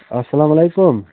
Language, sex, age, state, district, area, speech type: Kashmiri, male, 30-45, Jammu and Kashmir, Budgam, rural, conversation